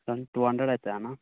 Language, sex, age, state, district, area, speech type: Telugu, male, 18-30, Telangana, Vikarabad, urban, conversation